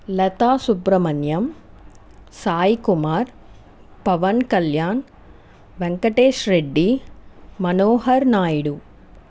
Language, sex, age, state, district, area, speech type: Telugu, female, 60+, Andhra Pradesh, Chittoor, rural, spontaneous